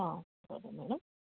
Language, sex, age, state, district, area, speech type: Telugu, female, 60+, Telangana, Hyderabad, urban, conversation